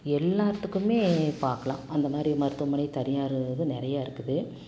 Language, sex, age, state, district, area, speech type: Tamil, female, 45-60, Tamil Nadu, Tiruppur, rural, spontaneous